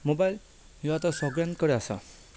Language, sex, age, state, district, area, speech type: Goan Konkani, male, 18-30, Goa, Bardez, urban, spontaneous